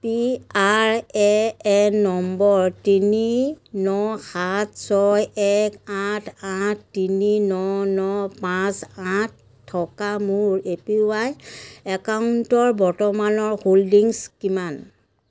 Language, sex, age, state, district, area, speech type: Assamese, female, 30-45, Assam, Biswanath, rural, read